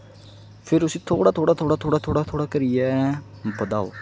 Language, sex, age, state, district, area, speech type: Dogri, male, 18-30, Jammu and Kashmir, Kathua, rural, spontaneous